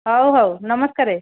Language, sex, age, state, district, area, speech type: Odia, female, 30-45, Odisha, Dhenkanal, rural, conversation